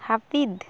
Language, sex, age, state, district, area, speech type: Santali, female, 18-30, West Bengal, Purulia, rural, read